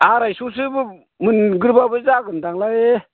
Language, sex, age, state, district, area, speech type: Bodo, male, 45-60, Assam, Chirang, rural, conversation